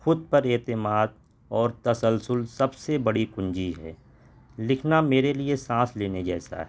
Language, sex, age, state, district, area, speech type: Urdu, male, 30-45, Delhi, North East Delhi, urban, spontaneous